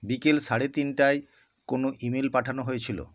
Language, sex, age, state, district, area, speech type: Bengali, male, 60+, West Bengal, South 24 Parganas, rural, read